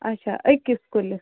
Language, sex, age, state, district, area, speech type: Kashmiri, female, 30-45, Jammu and Kashmir, Ganderbal, rural, conversation